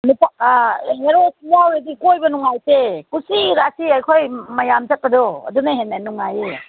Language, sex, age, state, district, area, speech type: Manipuri, female, 60+, Manipur, Senapati, rural, conversation